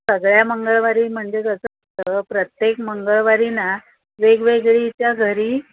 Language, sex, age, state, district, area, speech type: Marathi, female, 60+, Maharashtra, Palghar, urban, conversation